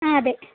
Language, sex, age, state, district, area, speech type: Malayalam, female, 18-30, Kerala, Idukki, rural, conversation